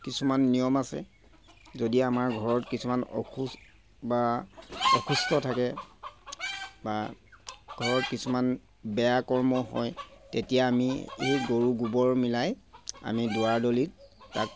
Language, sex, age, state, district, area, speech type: Assamese, male, 30-45, Assam, Sivasagar, rural, spontaneous